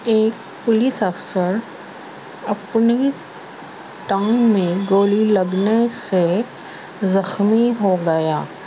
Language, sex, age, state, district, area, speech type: Urdu, female, 30-45, Maharashtra, Nashik, urban, read